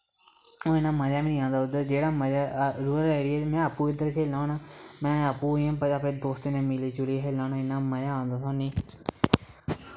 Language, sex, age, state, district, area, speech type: Dogri, male, 18-30, Jammu and Kashmir, Samba, rural, spontaneous